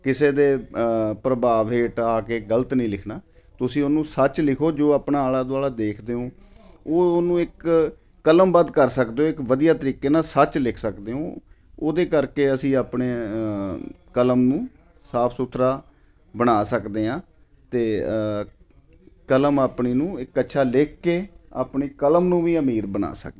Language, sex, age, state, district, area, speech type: Punjabi, male, 45-60, Punjab, Ludhiana, urban, spontaneous